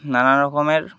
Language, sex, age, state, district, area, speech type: Bengali, male, 18-30, West Bengal, Jhargram, rural, spontaneous